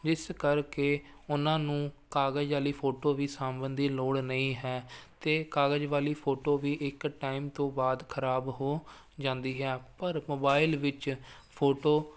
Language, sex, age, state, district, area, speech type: Punjabi, male, 18-30, Punjab, Firozpur, urban, spontaneous